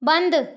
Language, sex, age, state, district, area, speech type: Hindi, female, 60+, Madhya Pradesh, Balaghat, rural, read